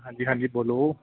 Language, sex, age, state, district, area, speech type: Punjabi, male, 30-45, Punjab, Bathinda, urban, conversation